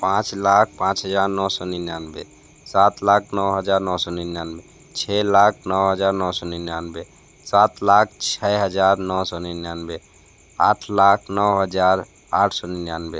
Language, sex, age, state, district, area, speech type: Hindi, male, 60+, Uttar Pradesh, Sonbhadra, rural, spontaneous